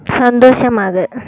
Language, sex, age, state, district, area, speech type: Tamil, female, 18-30, Tamil Nadu, Kallakurichi, rural, read